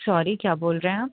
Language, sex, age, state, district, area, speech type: Urdu, female, 30-45, Uttar Pradesh, Rampur, urban, conversation